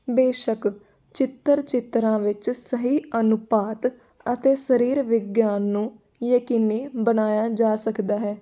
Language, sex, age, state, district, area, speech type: Punjabi, female, 18-30, Punjab, Firozpur, urban, spontaneous